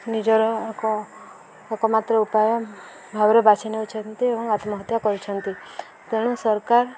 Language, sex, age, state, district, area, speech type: Odia, female, 18-30, Odisha, Subarnapur, urban, spontaneous